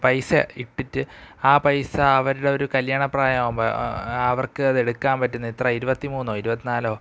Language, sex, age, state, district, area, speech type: Malayalam, male, 18-30, Kerala, Thiruvananthapuram, urban, spontaneous